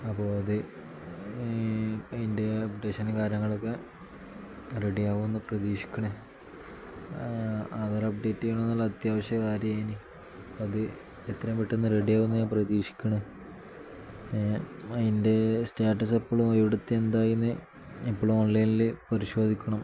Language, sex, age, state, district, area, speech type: Malayalam, male, 18-30, Kerala, Malappuram, rural, spontaneous